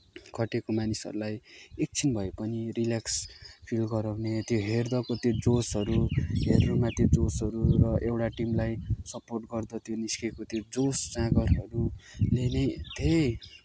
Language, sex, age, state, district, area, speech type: Nepali, male, 18-30, West Bengal, Kalimpong, rural, spontaneous